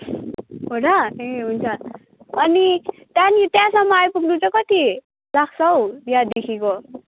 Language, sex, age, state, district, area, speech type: Nepali, female, 18-30, West Bengal, Kalimpong, rural, conversation